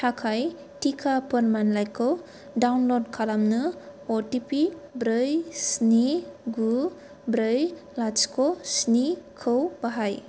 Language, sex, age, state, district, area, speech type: Bodo, female, 18-30, Assam, Kokrajhar, urban, read